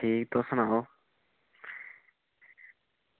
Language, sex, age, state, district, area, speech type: Dogri, male, 18-30, Jammu and Kashmir, Reasi, rural, conversation